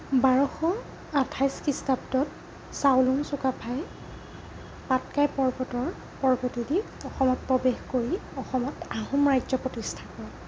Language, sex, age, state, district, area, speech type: Assamese, female, 60+, Assam, Nagaon, rural, spontaneous